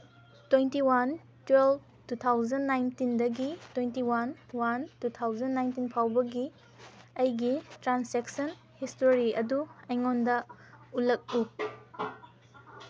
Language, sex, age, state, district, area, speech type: Manipuri, female, 18-30, Manipur, Kangpokpi, rural, read